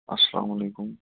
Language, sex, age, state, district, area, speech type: Kashmiri, male, 30-45, Jammu and Kashmir, Srinagar, urban, conversation